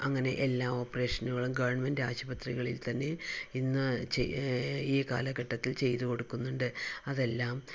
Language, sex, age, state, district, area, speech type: Malayalam, female, 60+, Kerala, Palakkad, rural, spontaneous